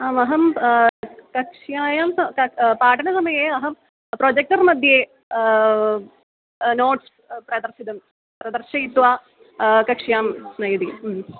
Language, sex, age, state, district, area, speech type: Sanskrit, female, 18-30, Kerala, Kollam, urban, conversation